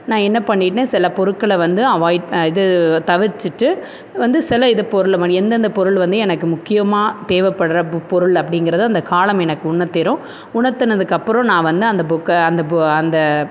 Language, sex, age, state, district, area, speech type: Tamil, female, 30-45, Tamil Nadu, Tiruppur, urban, spontaneous